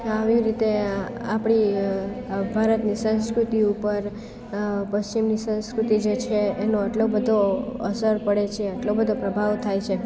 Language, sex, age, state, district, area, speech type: Gujarati, female, 18-30, Gujarat, Amreli, rural, spontaneous